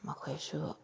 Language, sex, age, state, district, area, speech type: Manipuri, female, 30-45, Manipur, Senapati, rural, spontaneous